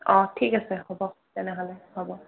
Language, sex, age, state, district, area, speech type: Assamese, female, 30-45, Assam, Sonitpur, rural, conversation